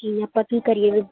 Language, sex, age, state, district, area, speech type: Punjabi, female, 18-30, Punjab, Mansa, urban, conversation